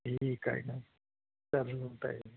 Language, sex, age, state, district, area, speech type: Marathi, male, 30-45, Maharashtra, Nagpur, rural, conversation